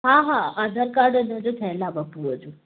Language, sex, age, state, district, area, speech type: Sindhi, female, 30-45, Maharashtra, Thane, urban, conversation